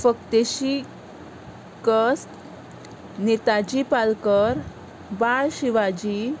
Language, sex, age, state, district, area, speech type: Goan Konkani, female, 18-30, Goa, Ponda, rural, spontaneous